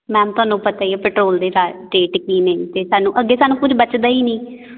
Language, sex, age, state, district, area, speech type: Punjabi, female, 18-30, Punjab, Patiala, urban, conversation